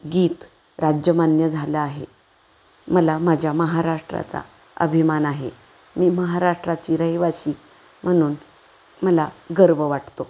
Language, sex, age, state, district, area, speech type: Marathi, female, 45-60, Maharashtra, Satara, rural, spontaneous